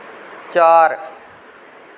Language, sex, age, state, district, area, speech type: Dogri, male, 45-60, Jammu and Kashmir, Kathua, rural, read